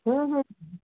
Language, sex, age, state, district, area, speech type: Odia, female, 45-60, Odisha, Puri, urban, conversation